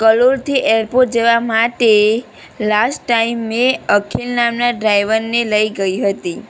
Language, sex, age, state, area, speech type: Gujarati, female, 18-30, Gujarat, rural, spontaneous